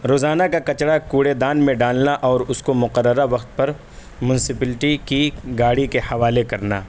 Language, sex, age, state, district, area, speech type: Urdu, male, 18-30, Uttar Pradesh, Saharanpur, urban, spontaneous